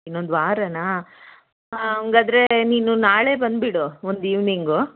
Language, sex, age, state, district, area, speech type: Kannada, female, 30-45, Karnataka, Bangalore Urban, urban, conversation